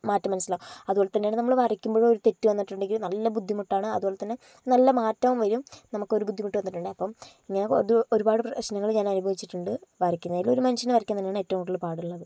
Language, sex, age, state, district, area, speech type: Malayalam, female, 18-30, Kerala, Kozhikode, urban, spontaneous